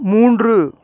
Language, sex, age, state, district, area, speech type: Tamil, male, 30-45, Tamil Nadu, Ariyalur, rural, read